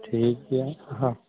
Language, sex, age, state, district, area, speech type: Santali, male, 60+, Jharkhand, Seraikela Kharsawan, rural, conversation